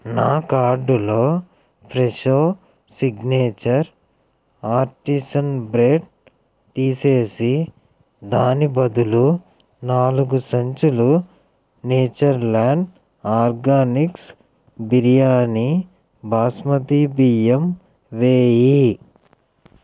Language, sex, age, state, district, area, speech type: Telugu, male, 18-30, Andhra Pradesh, Eluru, urban, read